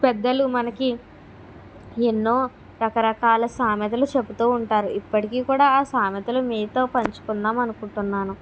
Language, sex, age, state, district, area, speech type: Telugu, female, 30-45, Andhra Pradesh, Kakinada, urban, spontaneous